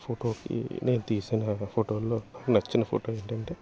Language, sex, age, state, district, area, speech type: Telugu, male, 30-45, Andhra Pradesh, Alluri Sitarama Raju, urban, spontaneous